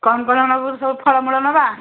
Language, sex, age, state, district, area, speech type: Odia, female, 45-60, Odisha, Nayagarh, rural, conversation